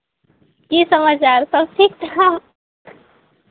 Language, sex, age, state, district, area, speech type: Maithili, female, 18-30, Bihar, Araria, urban, conversation